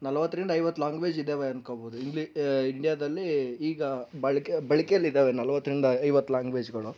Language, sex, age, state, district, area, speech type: Kannada, male, 60+, Karnataka, Tumkur, rural, spontaneous